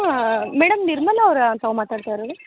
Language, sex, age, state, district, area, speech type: Kannada, female, 30-45, Karnataka, Gadag, rural, conversation